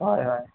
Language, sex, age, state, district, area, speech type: Assamese, male, 60+, Assam, Goalpara, urban, conversation